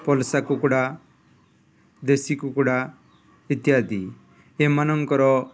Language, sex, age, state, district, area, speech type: Odia, male, 30-45, Odisha, Nuapada, urban, spontaneous